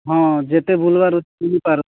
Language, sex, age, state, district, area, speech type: Odia, male, 45-60, Odisha, Nabarangpur, rural, conversation